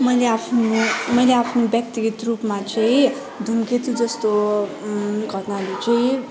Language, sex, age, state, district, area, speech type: Nepali, female, 18-30, West Bengal, Darjeeling, rural, spontaneous